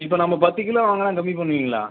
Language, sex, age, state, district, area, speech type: Tamil, male, 18-30, Tamil Nadu, Kallakurichi, urban, conversation